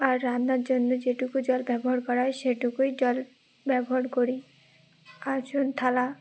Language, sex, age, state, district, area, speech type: Bengali, female, 18-30, West Bengal, Uttar Dinajpur, urban, spontaneous